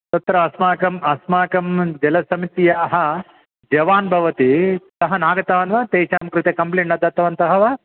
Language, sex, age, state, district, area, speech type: Sanskrit, male, 45-60, Telangana, Karimnagar, urban, conversation